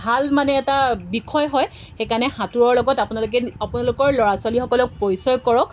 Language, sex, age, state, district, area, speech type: Assamese, female, 18-30, Assam, Golaghat, rural, spontaneous